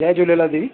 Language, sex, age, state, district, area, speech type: Sindhi, male, 30-45, Rajasthan, Ajmer, urban, conversation